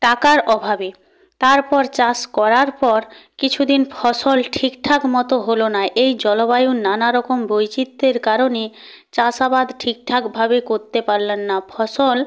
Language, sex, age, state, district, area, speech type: Bengali, female, 18-30, West Bengal, Purba Medinipur, rural, spontaneous